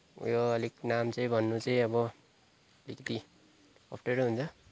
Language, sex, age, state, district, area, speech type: Nepali, male, 18-30, West Bengal, Kalimpong, rural, spontaneous